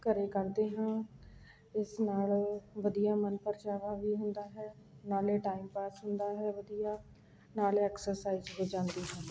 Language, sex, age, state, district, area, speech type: Punjabi, female, 45-60, Punjab, Ludhiana, urban, spontaneous